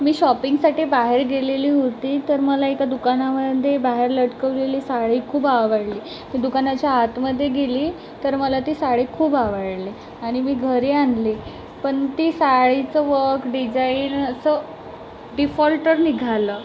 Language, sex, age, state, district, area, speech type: Marathi, female, 30-45, Maharashtra, Nagpur, urban, spontaneous